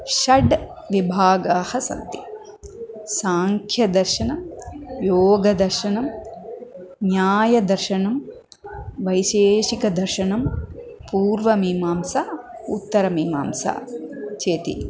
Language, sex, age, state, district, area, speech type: Sanskrit, female, 45-60, Tamil Nadu, Coimbatore, urban, spontaneous